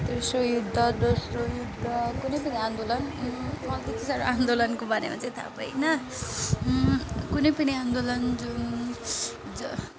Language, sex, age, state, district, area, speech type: Nepali, female, 30-45, West Bengal, Alipurduar, rural, spontaneous